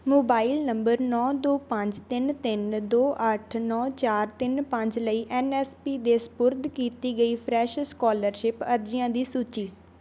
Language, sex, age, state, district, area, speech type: Punjabi, female, 18-30, Punjab, Bathinda, rural, read